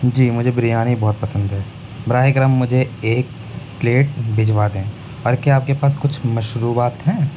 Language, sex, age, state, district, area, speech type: Urdu, male, 18-30, Uttar Pradesh, Siddharthnagar, rural, spontaneous